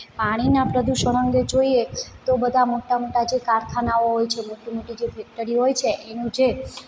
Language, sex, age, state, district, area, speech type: Gujarati, female, 30-45, Gujarat, Morbi, urban, spontaneous